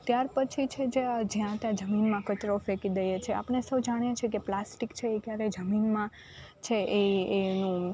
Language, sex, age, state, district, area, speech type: Gujarati, female, 18-30, Gujarat, Rajkot, rural, spontaneous